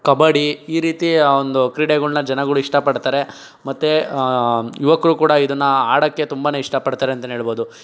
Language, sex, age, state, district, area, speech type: Kannada, male, 18-30, Karnataka, Chikkaballapur, rural, spontaneous